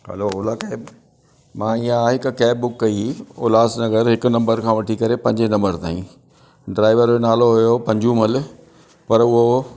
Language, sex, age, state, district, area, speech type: Sindhi, male, 60+, Delhi, South Delhi, urban, spontaneous